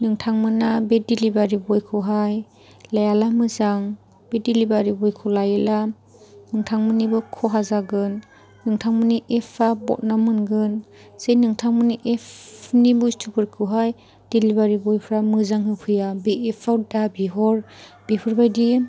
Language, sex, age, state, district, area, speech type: Bodo, female, 18-30, Assam, Chirang, rural, spontaneous